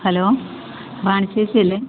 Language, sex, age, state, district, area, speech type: Malayalam, female, 45-60, Kerala, Idukki, rural, conversation